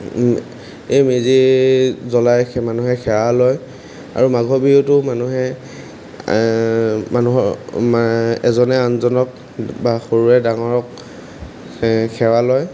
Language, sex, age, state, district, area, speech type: Assamese, male, 18-30, Assam, Jorhat, urban, spontaneous